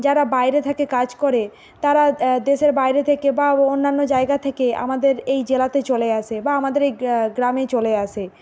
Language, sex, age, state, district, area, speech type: Bengali, female, 45-60, West Bengal, Bankura, urban, spontaneous